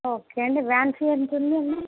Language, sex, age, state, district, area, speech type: Telugu, female, 45-60, Andhra Pradesh, Visakhapatnam, urban, conversation